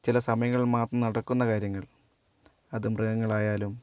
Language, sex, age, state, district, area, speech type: Malayalam, female, 18-30, Kerala, Wayanad, rural, spontaneous